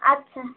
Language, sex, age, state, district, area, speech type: Bengali, female, 18-30, West Bengal, Dakshin Dinajpur, urban, conversation